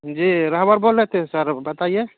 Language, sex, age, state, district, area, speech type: Urdu, male, 30-45, Bihar, Purnia, rural, conversation